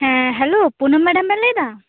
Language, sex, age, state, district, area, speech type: Santali, female, 18-30, West Bengal, Purba Bardhaman, rural, conversation